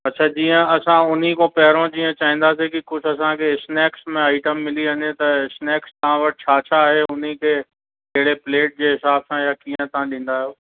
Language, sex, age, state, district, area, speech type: Sindhi, male, 45-60, Uttar Pradesh, Lucknow, rural, conversation